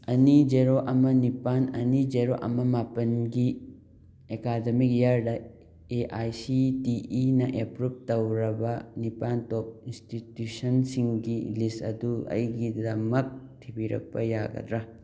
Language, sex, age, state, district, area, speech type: Manipuri, male, 18-30, Manipur, Thoubal, rural, read